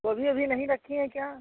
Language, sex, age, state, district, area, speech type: Hindi, female, 60+, Uttar Pradesh, Azamgarh, rural, conversation